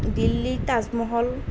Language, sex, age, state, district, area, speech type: Assamese, female, 45-60, Assam, Nalbari, rural, spontaneous